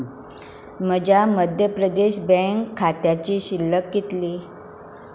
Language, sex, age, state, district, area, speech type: Goan Konkani, female, 30-45, Goa, Tiswadi, rural, read